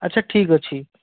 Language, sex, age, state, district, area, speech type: Odia, male, 45-60, Odisha, Bhadrak, rural, conversation